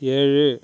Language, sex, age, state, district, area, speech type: Tamil, male, 30-45, Tamil Nadu, Tiruchirappalli, rural, read